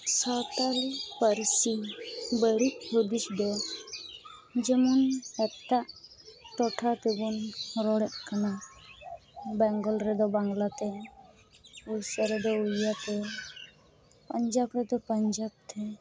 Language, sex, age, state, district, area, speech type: Santali, female, 30-45, West Bengal, Paschim Bardhaman, urban, spontaneous